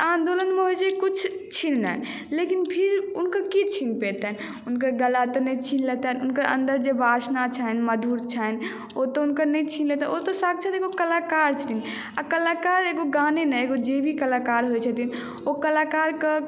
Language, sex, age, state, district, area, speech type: Maithili, male, 18-30, Bihar, Madhubani, rural, spontaneous